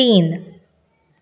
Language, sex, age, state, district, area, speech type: Goan Konkani, female, 18-30, Goa, Canacona, rural, read